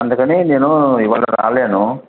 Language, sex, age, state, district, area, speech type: Telugu, male, 45-60, Andhra Pradesh, N T Rama Rao, urban, conversation